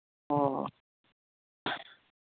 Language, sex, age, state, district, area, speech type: Manipuri, female, 60+, Manipur, Kangpokpi, urban, conversation